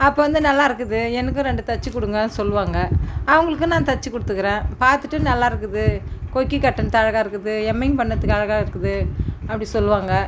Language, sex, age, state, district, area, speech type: Tamil, female, 60+, Tamil Nadu, Viluppuram, rural, spontaneous